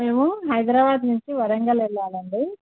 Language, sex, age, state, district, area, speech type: Telugu, female, 30-45, Telangana, Hyderabad, urban, conversation